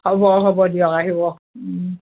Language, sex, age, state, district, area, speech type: Assamese, female, 60+, Assam, Dhemaji, rural, conversation